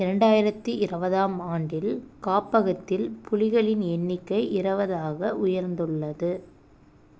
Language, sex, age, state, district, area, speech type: Tamil, female, 18-30, Tamil Nadu, Namakkal, rural, read